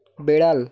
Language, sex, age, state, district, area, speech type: Bengali, male, 18-30, West Bengal, Hooghly, urban, read